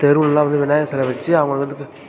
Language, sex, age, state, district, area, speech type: Tamil, male, 18-30, Tamil Nadu, Tiruvarur, rural, spontaneous